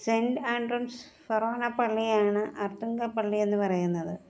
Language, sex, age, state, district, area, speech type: Malayalam, female, 45-60, Kerala, Alappuzha, rural, spontaneous